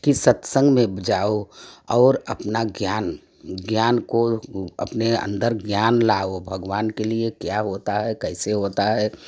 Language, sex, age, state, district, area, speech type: Hindi, female, 60+, Uttar Pradesh, Prayagraj, rural, spontaneous